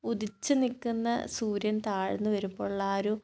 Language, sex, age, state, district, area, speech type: Malayalam, female, 18-30, Kerala, Kannur, rural, spontaneous